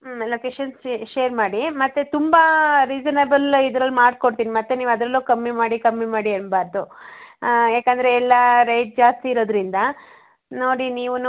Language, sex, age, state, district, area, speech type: Kannada, female, 45-60, Karnataka, Hassan, urban, conversation